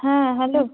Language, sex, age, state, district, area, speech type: Bengali, female, 30-45, West Bengal, North 24 Parganas, rural, conversation